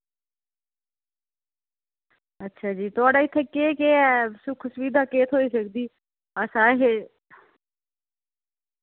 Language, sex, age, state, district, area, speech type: Dogri, female, 30-45, Jammu and Kashmir, Udhampur, rural, conversation